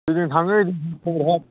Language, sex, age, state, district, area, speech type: Bodo, male, 60+, Assam, Udalguri, rural, conversation